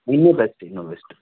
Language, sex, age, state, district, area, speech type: Kannada, male, 60+, Karnataka, Chitradurga, rural, conversation